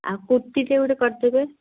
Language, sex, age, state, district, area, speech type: Odia, female, 45-60, Odisha, Puri, urban, conversation